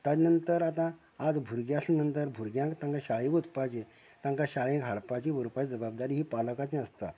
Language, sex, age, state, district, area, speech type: Goan Konkani, male, 45-60, Goa, Canacona, rural, spontaneous